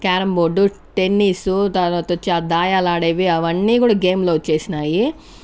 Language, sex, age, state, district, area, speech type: Telugu, female, 30-45, Andhra Pradesh, Sri Balaji, urban, spontaneous